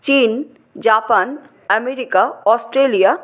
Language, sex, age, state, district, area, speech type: Bengali, female, 45-60, West Bengal, Paschim Bardhaman, urban, spontaneous